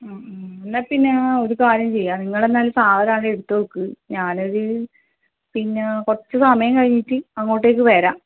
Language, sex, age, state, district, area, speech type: Malayalam, female, 30-45, Kerala, Kannur, rural, conversation